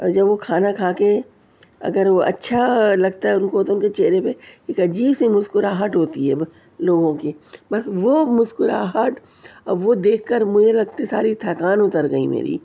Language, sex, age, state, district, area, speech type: Urdu, female, 30-45, Delhi, Central Delhi, urban, spontaneous